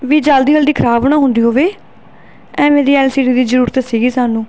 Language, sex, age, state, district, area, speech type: Punjabi, female, 18-30, Punjab, Barnala, urban, spontaneous